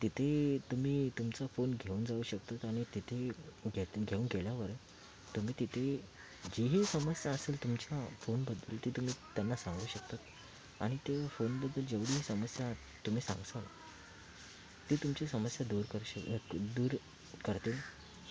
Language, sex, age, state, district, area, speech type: Marathi, male, 18-30, Maharashtra, Thane, urban, spontaneous